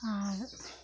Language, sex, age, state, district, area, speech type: Santali, female, 18-30, West Bengal, Bankura, rural, spontaneous